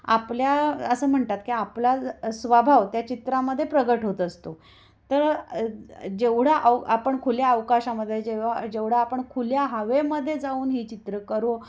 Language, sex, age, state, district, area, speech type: Marathi, female, 45-60, Maharashtra, Kolhapur, rural, spontaneous